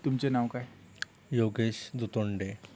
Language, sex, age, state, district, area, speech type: Marathi, male, 30-45, Maharashtra, Akola, rural, spontaneous